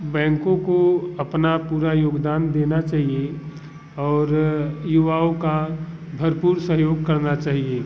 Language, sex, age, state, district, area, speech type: Hindi, male, 30-45, Uttar Pradesh, Bhadohi, urban, spontaneous